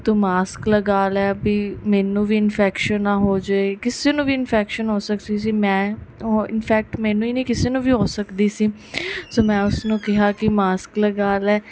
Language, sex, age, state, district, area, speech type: Punjabi, female, 18-30, Punjab, Mansa, urban, spontaneous